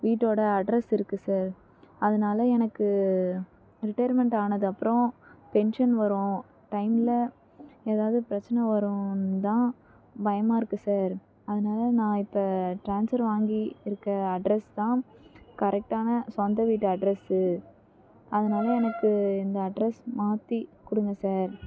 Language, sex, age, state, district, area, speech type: Tamil, female, 18-30, Tamil Nadu, Tiruvannamalai, rural, spontaneous